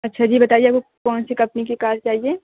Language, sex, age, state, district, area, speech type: Urdu, female, 45-60, Uttar Pradesh, Aligarh, rural, conversation